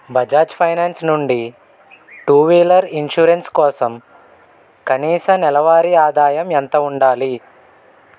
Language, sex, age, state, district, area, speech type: Telugu, male, 18-30, Andhra Pradesh, Eluru, rural, read